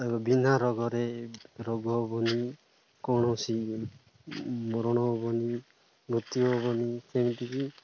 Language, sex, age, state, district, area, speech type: Odia, male, 30-45, Odisha, Nabarangpur, urban, spontaneous